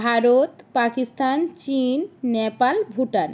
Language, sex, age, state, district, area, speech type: Bengali, female, 45-60, West Bengal, Jalpaiguri, rural, spontaneous